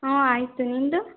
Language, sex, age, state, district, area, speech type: Kannada, female, 18-30, Karnataka, Chitradurga, rural, conversation